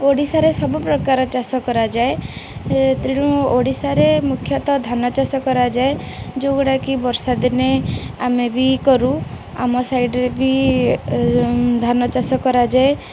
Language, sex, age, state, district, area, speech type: Odia, female, 18-30, Odisha, Jagatsinghpur, urban, spontaneous